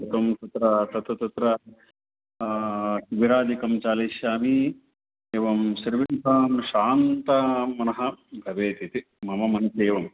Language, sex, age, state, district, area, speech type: Sanskrit, male, 45-60, Karnataka, Uttara Kannada, rural, conversation